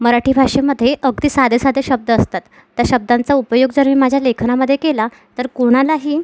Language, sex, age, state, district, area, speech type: Marathi, female, 18-30, Maharashtra, Amravati, urban, spontaneous